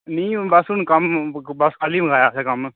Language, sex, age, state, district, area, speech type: Dogri, male, 18-30, Jammu and Kashmir, Udhampur, rural, conversation